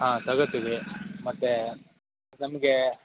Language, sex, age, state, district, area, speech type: Kannada, male, 18-30, Karnataka, Shimoga, rural, conversation